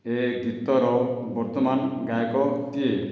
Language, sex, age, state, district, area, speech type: Odia, male, 60+, Odisha, Boudh, rural, read